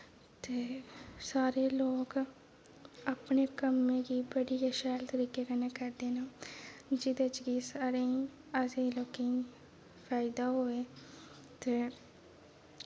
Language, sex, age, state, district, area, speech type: Dogri, female, 18-30, Jammu and Kashmir, Kathua, rural, spontaneous